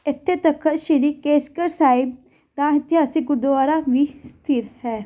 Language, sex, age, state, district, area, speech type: Punjabi, female, 18-30, Punjab, Fatehgarh Sahib, rural, spontaneous